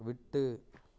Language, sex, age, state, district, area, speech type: Tamil, male, 30-45, Tamil Nadu, Namakkal, rural, read